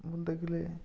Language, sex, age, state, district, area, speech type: Bengali, male, 30-45, West Bengal, North 24 Parganas, rural, spontaneous